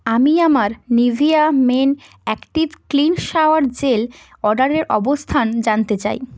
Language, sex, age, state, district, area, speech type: Bengali, female, 18-30, West Bengal, Hooghly, urban, read